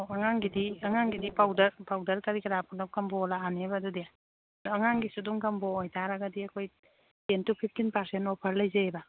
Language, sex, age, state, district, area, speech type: Manipuri, female, 45-60, Manipur, Imphal East, rural, conversation